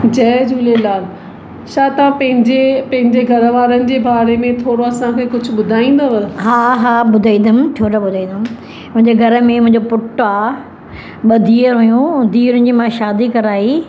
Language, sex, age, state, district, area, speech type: Sindhi, female, 60+, Maharashtra, Mumbai Suburban, rural, spontaneous